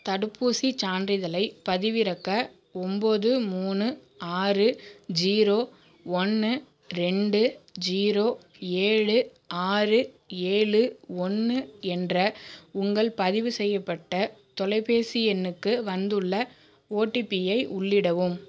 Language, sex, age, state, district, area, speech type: Tamil, female, 18-30, Tamil Nadu, Tiruchirappalli, rural, read